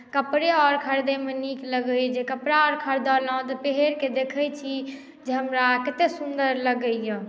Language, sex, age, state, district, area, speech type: Maithili, female, 18-30, Bihar, Madhubani, rural, spontaneous